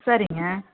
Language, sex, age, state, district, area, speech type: Tamil, female, 30-45, Tamil Nadu, Kallakurichi, urban, conversation